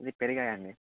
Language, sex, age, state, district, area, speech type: Telugu, male, 18-30, Andhra Pradesh, Annamaya, rural, conversation